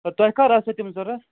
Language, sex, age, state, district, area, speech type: Kashmiri, male, 30-45, Jammu and Kashmir, Srinagar, urban, conversation